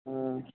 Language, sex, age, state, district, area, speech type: Malayalam, male, 18-30, Kerala, Wayanad, rural, conversation